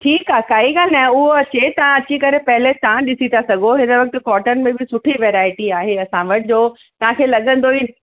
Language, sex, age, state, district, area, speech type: Sindhi, female, 60+, Uttar Pradesh, Lucknow, rural, conversation